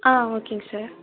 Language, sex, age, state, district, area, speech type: Tamil, female, 18-30, Tamil Nadu, Erode, rural, conversation